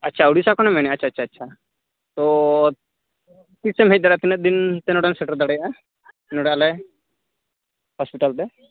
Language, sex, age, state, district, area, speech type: Santali, male, 18-30, Jharkhand, Seraikela Kharsawan, rural, conversation